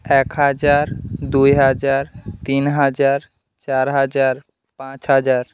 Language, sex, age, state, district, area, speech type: Bengali, male, 18-30, West Bengal, Jhargram, rural, spontaneous